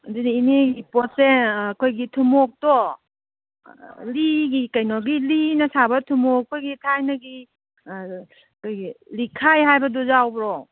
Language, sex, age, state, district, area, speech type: Manipuri, female, 45-60, Manipur, Kangpokpi, urban, conversation